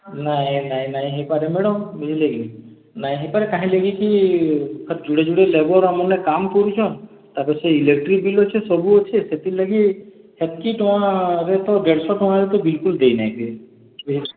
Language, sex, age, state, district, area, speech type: Odia, male, 45-60, Odisha, Boudh, rural, conversation